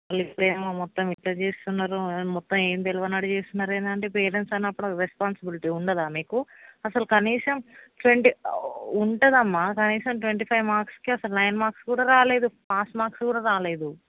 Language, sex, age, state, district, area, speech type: Telugu, female, 45-60, Telangana, Hyderabad, urban, conversation